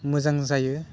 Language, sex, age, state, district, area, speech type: Bodo, male, 18-30, Assam, Udalguri, urban, spontaneous